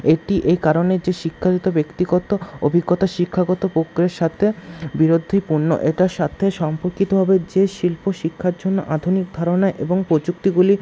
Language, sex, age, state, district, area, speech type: Bengali, male, 60+, West Bengal, Paschim Bardhaman, urban, spontaneous